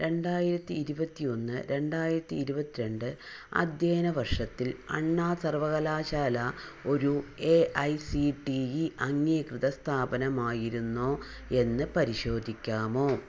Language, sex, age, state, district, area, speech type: Malayalam, female, 45-60, Kerala, Palakkad, rural, read